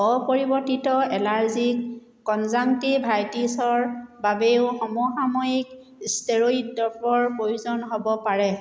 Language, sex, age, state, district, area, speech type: Assamese, female, 30-45, Assam, Sivasagar, rural, read